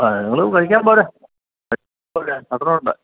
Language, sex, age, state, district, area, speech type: Malayalam, male, 60+, Kerala, Kottayam, rural, conversation